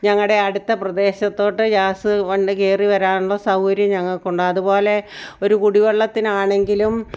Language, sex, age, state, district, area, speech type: Malayalam, female, 60+, Kerala, Kottayam, rural, spontaneous